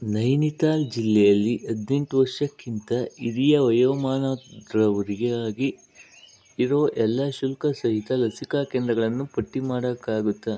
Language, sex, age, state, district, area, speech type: Kannada, male, 60+, Karnataka, Bangalore Rural, urban, read